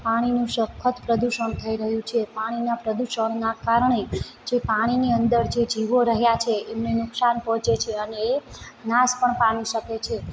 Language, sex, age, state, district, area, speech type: Gujarati, female, 30-45, Gujarat, Morbi, urban, spontaneous